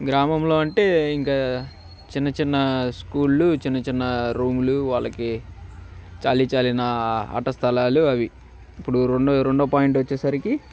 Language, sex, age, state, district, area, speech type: Telugu, male, 18-30, Andhra Pradesh, Bapatla, rural, spontaneous